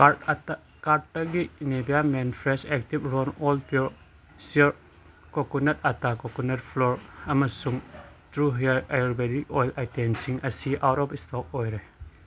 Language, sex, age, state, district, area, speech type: Manipuri, male, 18-30, Manipur, Churachandpur, rural, read